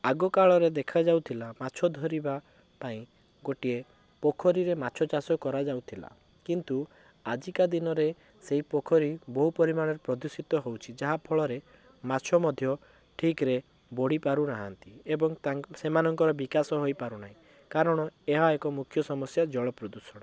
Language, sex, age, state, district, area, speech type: Odia, male, 18-30, Odisha, Cuttack, urban, spontaneous